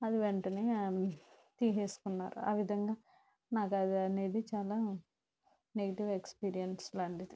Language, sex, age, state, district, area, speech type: Telugu, female, 45-60, Andhra Pradesh, Konaseema, rural, spontaneous